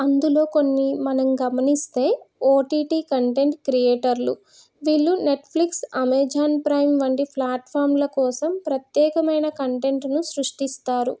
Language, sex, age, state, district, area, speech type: Telugu, female, 30-45, Telangana, Hyderabad, rural, spontaneous